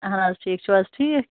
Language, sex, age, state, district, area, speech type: Kashmiri, female, 30-45, Jammu and Kashmir, Shopian, urban, conversation